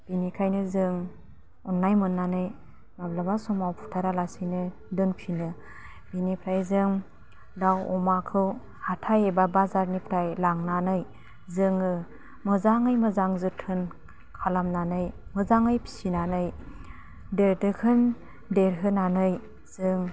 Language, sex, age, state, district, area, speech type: Bodo, female, 30-45, Assam, Udalguri, rural, spontaneous